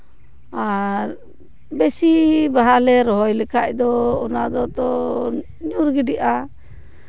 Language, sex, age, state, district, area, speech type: Santali, female, 45-60, West Bengal, Purba Bardhaman, rural, spontaneous